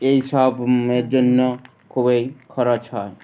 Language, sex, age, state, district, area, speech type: Bengali, male, 30-45, West Bengal, Uttar Dinajpur, urban, spontaneous